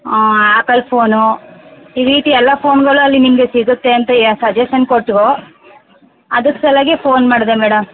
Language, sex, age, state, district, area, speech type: Kannada, female, 30-45, Karnataka, Chamarajanagar, rural, conversation